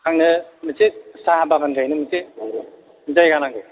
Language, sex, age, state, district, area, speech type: Bodo, male, 30-45, Assam, Chirang, rural, conversation